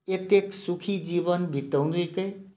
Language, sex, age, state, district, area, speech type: Maithili, male, 60+, Bihar, Madhubani, rural, spontaneous